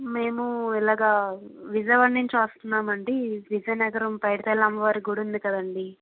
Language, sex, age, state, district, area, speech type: Telugu, female, 30-45, Andhra Pradesh, Vizianagaram, rural, conversation